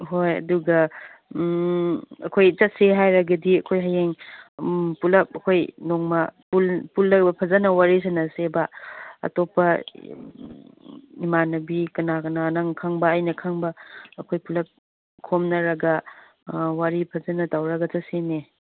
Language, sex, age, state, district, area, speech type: Manipuri, female, 30-45, Manipur, Chandel, rural, conversation